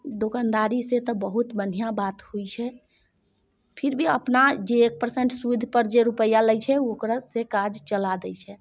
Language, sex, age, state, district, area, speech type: Maithili, female, 45-60, Bihar, Muzaffarpur, rural, spontaneous